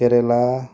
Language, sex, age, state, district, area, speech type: Bodo, male, 30-45, Assam, Kokrajhar, rural, spontaneous